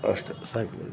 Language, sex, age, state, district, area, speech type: Kannada, male, 60+, Karnataka, Chamarajanagar, rural, spontaneous